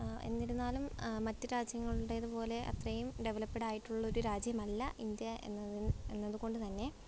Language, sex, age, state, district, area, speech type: Malayalam, female, 18-30, Kerala, Idukki, rural, spontaneous